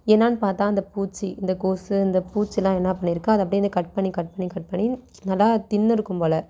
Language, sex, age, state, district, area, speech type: Tamil, female, 18-30, Tamil Nadu, Thanjavur, rural, spontaneous